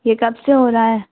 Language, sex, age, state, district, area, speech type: Urdu, female, 18-30, Bihar, Khagaria, rural, conversation